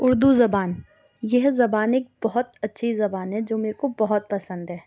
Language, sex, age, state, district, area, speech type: Urdu, female, 18-30, Delhi, South Delhi, urban, spontaneous